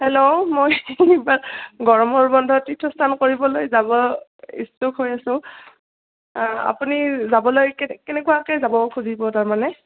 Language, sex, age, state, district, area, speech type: Assamese, female, 18-30, Assam, Goalpara, urban, conversation